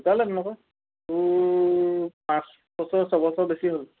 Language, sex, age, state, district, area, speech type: Assamese, male, 30-45, Assam, Lakhimpur, rural, conversation